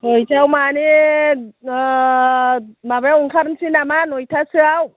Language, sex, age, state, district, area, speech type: Bodo, female, 60+, Assam, Chirang, rural, conversation